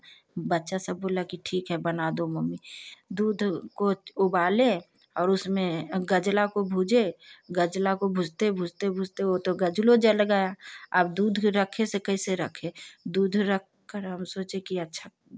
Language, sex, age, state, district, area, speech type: Hindi, female, 30-45, Bihar, Samastipur, rural, spontaneous